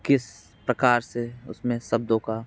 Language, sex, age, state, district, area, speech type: Hindi, male, 30-45, Uttar Pradesh, Mirzapur, urban, spontaneous